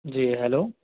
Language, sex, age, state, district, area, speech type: Urdu, male, 18-30, Delhi, South Delhi, urban, conversation